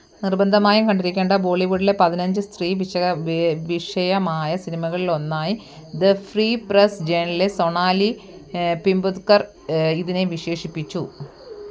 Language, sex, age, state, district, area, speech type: Malayalam, female, 30-45, Kerala, Kollam, rural, read